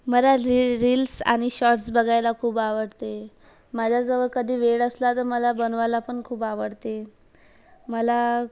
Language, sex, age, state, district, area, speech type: Marathi, female, 18-30, Maharashtra, Amravati, urban, spontaneous